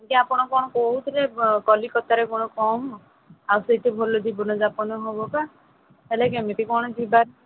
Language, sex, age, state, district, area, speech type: Odia, female, 18-30, Odisha, Sundergarh, urban, conversation